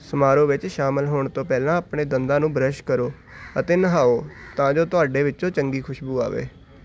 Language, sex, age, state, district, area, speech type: Punjabi, male, 18-30, Punjab, Hoshiarpur, urban, read